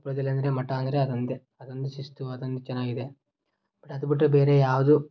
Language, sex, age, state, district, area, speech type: Kannada, male, 18-30, Karnataka, Koppal, rural, spontaneous